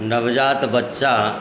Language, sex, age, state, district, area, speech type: Maithili, male, 45-60, Bihar, Madhubani, urban, spontaneous